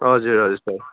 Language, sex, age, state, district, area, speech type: Nepali, male, 18-30, West Bengal, Jalpaiguri, rural, conversation